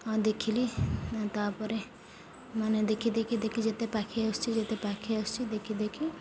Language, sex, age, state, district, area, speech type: Odia, female, 30-45, Odisha, Sundergarh, urban, spontaneous